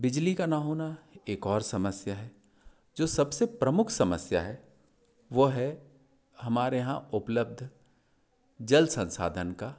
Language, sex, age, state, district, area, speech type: Hindi, male, 60+, Madhya Pradesh, Balaghat, rural, spontaneous